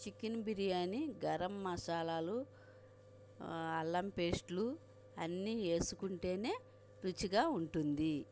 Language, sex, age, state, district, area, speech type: Telugu, female, 45-60, Andhra Pradesh, N T Rama Rao, urban, spontaneous